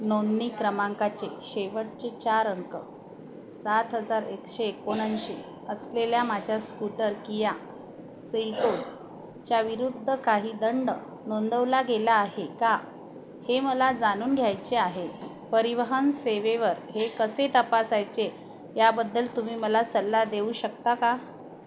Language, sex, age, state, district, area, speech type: Marathi, female, 45-60, Maharashtra, Wardha, urban, read